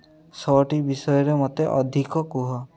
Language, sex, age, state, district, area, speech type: Odia, male, 18-30, Odisha, Mayurbhanj, rural, read